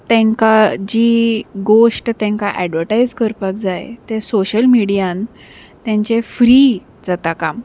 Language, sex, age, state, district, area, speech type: Goan Konkani, female, 30-45, Goa, Salcete, urban, spontaneous